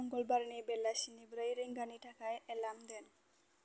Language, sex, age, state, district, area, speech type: Bodo, female, 18-30, Assam, Baksa, rural, read